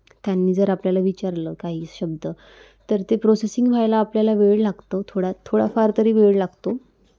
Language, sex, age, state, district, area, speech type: Marathi, female, 18-30, Maharashtra, Wardha, urban, spontaneous